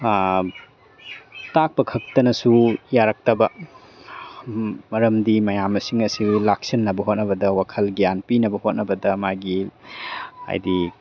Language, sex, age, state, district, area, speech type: Manipuri, male, 30-45, Manipur, Tengnoupal, urban, spontaneous